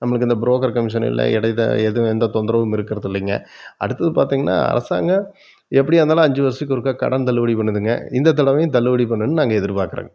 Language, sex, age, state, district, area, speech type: Tamil, male, 45-60, Tamil Nadu, Erode, urban, spontaneous